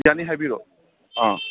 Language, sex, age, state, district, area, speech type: Manipuri, male, 60+, Manipur, Imphal West, urban, conversation